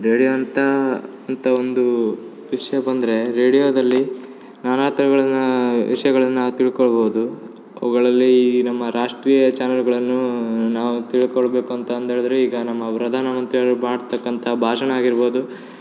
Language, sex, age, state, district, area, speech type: Kannada, male, 18-30, Karnataka, Uttara Kannada, rural, spontaneous